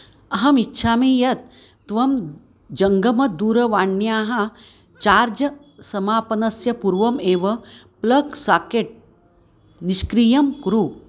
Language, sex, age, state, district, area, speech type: Sanskrit, female, 60+, Maharashtra, Nanded, urban, read